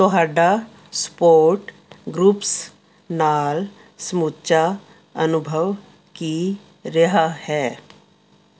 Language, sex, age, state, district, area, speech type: Punjabi, female, 60+, Punjab, Fazilka, rural, read